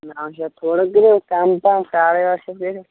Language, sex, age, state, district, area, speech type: Kashmiri, male, 18-30, Jammu and Kashmir, Shopian, rural, conversation